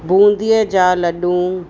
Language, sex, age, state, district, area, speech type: Sindhi, female, 45-60, Uttar Pradesh, Lucknow, rural, spontaneous